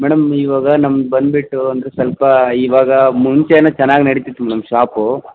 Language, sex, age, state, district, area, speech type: Kannada, male, 18-30, Karnataka, Dharwad, urban, conversation